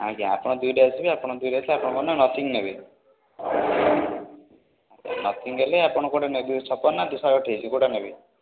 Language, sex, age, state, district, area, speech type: Odia, male, 18-30, Odisha, Puri, urban, conversation